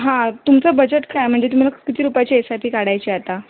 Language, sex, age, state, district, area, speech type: Marathi, female, 45-60, Maharashtra, Thane, rural, conversation